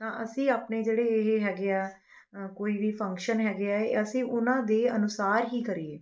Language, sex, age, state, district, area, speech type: Punjabi, female, 30-45, Punjab, Rupnagar, urban, spontaneous